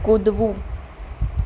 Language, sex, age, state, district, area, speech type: Gujarati, female, 30-45, Gujarat, Kheda, urban, read